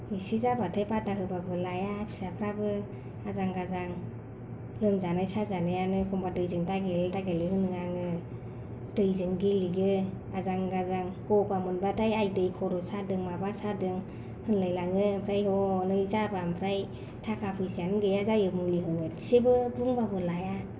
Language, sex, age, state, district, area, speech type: Bodo, female, 45-60, Assam, Kokrajhar, rural, spontaneous